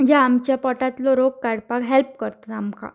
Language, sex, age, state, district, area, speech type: Goan Konkani, female, 18-30, Goa, Pernem, rural, spontaneous